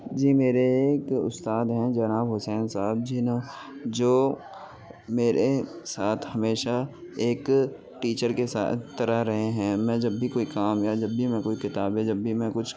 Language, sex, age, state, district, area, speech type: Urdu, male, 18-30, Uttar Pradesh, Gautam Buddha Nagar, rural, spontaneous